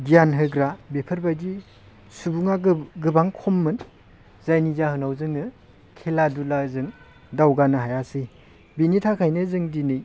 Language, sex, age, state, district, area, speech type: Bodo, male, 30-45, Assam, Baksa, urban, spontaneous